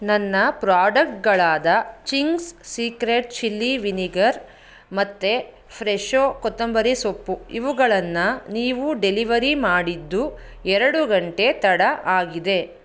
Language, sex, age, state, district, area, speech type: Kannada, female, 30-45, Karnataka, Mandya, rural, read